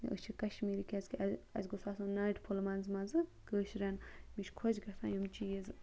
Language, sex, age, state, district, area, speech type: Kashmiri, female, 30-45, Jammu and Kashmir, Ganderbal, rural, spontaneous